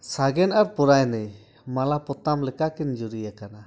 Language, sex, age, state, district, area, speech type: Santali, male, 30-45, West Bengal, Dakshin Dinajpur, rural, spontaneous